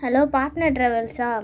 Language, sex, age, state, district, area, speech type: Tamil, female, 18-30, Tamil Nadu, Tiruchirappalli, urban, spontaneous